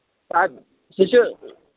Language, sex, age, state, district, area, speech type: Kashmiri, male, 18-30, Jammu and Kashmir, Anantnag, rural, conversation